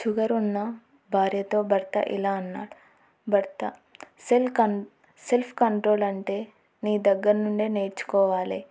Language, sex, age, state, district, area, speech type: Telugu, female, 18-30, Andhra Pradesh, Nandyal, urban, spontaneous